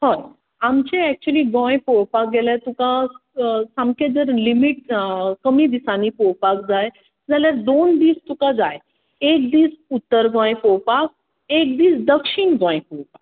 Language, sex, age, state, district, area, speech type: Goan Konkani, female, 45-60, Goa, Tiswadi, rural, conversation